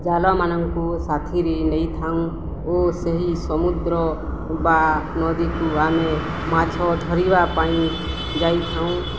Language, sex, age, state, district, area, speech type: Odia, female, 45-60, Odisha, Balangir, urban, spontaneous